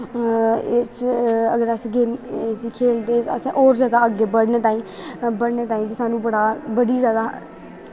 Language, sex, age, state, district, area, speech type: Dogri, female, 18-30, Jammu and Kashmir, Kathua, rural, spontaneous